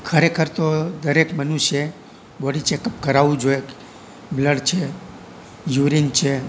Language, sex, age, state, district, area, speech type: Gujarati, male, 60+, Gujarat, Rajkot, rural, spontaneous